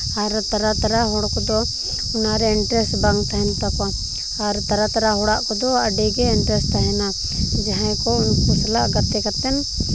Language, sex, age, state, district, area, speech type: Santali, female, 18-30, Jharkhand, Seraikela Kharsawan, rural, spontaneous